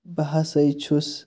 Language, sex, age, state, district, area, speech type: Kashmiri, male, 30-45, Jammu and Kashmir, Kupwara, rural, spontaneous